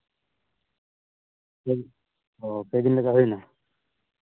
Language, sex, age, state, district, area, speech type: Santali, male, 30-45, West Bengal, Purulia, rural, conversation